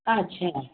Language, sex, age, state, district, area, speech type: Sindhi, female, 45-60, Maharashtra, Mumbai Suburban, urban, conversation